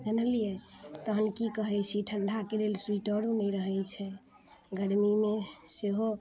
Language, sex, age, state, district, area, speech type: Maithili, female, 30-45, Bihar, Muzaffarpur, urban, spontaneous